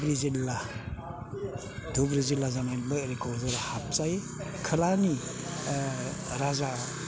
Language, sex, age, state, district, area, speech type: Bodo, male, 60+, Assam, Kokrajhar, urban, spontaneous